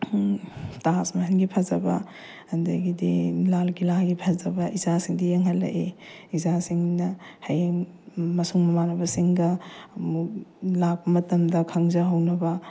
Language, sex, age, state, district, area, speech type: Manipuri, female, 30-45, Manipur, Bishnupur, rural, spontaneous